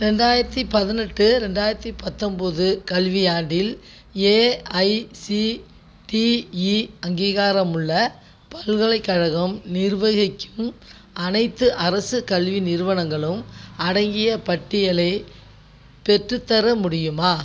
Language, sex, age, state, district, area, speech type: Tamil, female, 60+, Tamil Nadu, Tiruchirappalli, rural, read